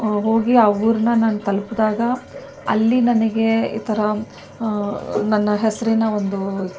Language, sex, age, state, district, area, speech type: Kannada, female, 45-60, Karnataka, Mysore, rural, spontaneous